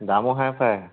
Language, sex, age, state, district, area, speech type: Assamese, male, 30-45, Assam, Charaideo, urban, conversation